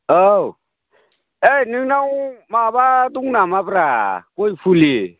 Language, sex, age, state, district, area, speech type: Bodo, male, 45-60, Assam, Chirang, rural, conversation